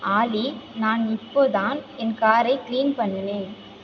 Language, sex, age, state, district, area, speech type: Tamil, female, 18-30, Tamil Nadu, Mayiladuthurai, rural, read